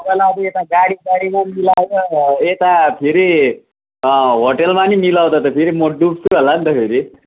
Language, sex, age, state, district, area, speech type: Nepali, male, 30-45, West Bengal, Kalimpong, rural, conversation